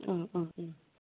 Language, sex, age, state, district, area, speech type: Bodo, female, 45-60, Assam, Udalguri, urban, conversation